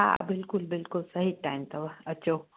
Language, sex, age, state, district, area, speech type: Sindhi, female, 45-60, Uttar Pradesh, Lucknow, urban, conversation